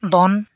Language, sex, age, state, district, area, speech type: Santali, male, 18-30, West Bengal, Uttar Dinajpur, rural, read